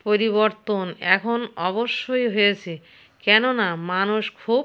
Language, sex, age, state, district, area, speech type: Bengali, female, 60+, West Bengal, North 24 Parganas, rural, spontaneous